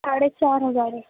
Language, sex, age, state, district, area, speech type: Urdu, female, 18-30, Delhi, East Delhi, rural, conversation